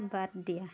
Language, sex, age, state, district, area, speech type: Assamese, female, 30-45, Assam, Tinsukia, urban, read